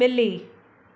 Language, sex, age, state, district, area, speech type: Sindhi, female, 45-60, Maharashtra, Thane, urban, read